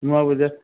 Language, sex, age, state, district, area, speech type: Odia, male, 60+, Odisha, Cuttack, urban, conversation